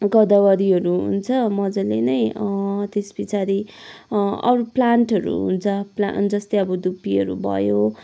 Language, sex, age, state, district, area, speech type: Nepali, female, 60+, West Bengal, Kalimpong, rural, spontaneous